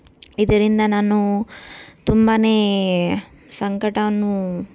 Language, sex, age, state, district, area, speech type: Kannada, female, 18-30, Karnataka, Tumkur, urban, spontaneous